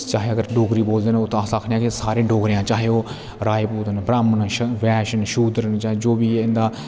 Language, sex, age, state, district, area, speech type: Dogri, male, 30-45, Jammu and Kashmir, Jammu, rural, spontaneous